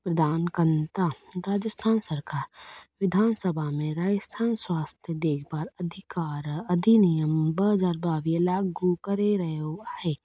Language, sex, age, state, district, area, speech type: Sindhi, female, 18-30, Rajasthan, Ajmer, urban, spontaneous